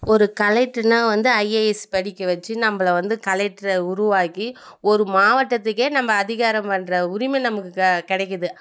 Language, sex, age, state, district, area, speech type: Tamil, female, 30-45, Tamil Nadu, Viluppuram, rural, spontaneous